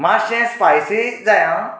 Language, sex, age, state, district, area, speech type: Goan Konkani, male, 45-60, Goa, Canacona, rural, spontaneous